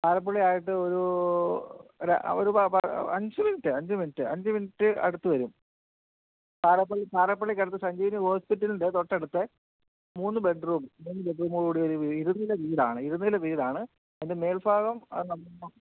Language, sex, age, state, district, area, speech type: Malayalam, male, 45-60, Kerala, Kottayam, rural, conversation